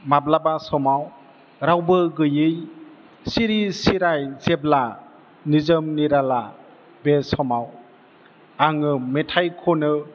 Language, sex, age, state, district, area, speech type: Bodo, male, 60+, Assam, Chirang, urban, spontaneous